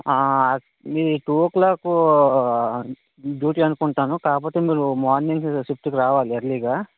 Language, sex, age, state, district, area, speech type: Telugu, male, 18-30, Andhra Pradesh, Vizianagaram, rural, conversation